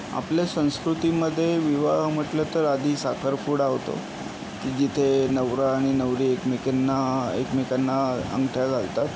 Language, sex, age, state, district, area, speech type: Marathi, male, 30-45, Maharashtra, Yavatmal, urban, spontaneous